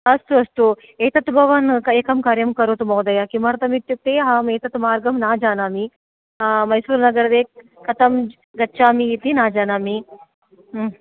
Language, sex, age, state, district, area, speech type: Sanskrit, female, 30-45, Karnataka, Dakshina Kannada, urban, conversation